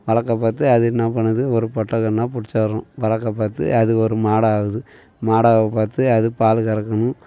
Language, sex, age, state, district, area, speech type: Tamil, male, 45-60, Tamil Nadu, Tiruvannamalai, rural, spontaneous